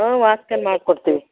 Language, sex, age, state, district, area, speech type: Kannada, female, 60+, Karnataka, Mandya, rural, conversation